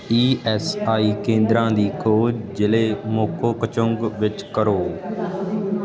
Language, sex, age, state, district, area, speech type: Punjabi, male, 18-30, Punjab, Ludhiana, rural, read